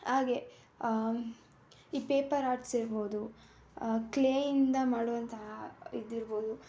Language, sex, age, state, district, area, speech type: Kannada, female, 18-30, Karnataka, Mysore, urban, spontaneous